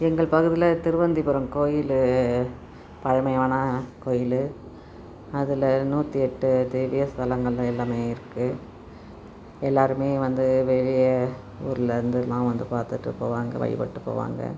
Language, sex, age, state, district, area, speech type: Tamil, female, 60+, Tamil Nadu, Cuddalore, rural, spontaneous